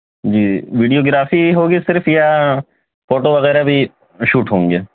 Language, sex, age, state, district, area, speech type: Urdu, male, 30-45, Uttar Pradesh, Lucknow, urban, conversation